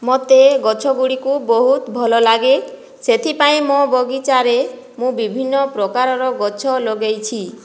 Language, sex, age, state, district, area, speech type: Odia, female, 45-60, Odisha, Boudh, rural, spontaneous